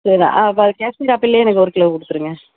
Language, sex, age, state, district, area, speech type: Tamil, female, 30-45, Tamil Nadu, Nagapattinam, rural, conversation